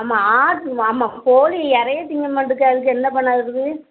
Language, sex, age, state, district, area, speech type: Tamil, female, 45-60, Tamil Nadu, Thoothukudi, rural, conversation